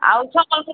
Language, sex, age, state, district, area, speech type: Odia, female, 60+, Odisha, Angul, rural, conversation